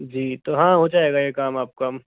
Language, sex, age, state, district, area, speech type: Hindi, male, 30-45, Rajasthan, Jaipur, urban, conversation